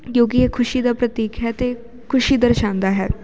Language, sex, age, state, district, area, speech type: Punjabi, female, 18-30, Punjab, Jalandhar, urban, spontaneous